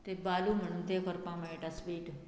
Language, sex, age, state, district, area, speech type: Goan Konkani, female, 45-60, Goa, Murmgao, rural, spontaneous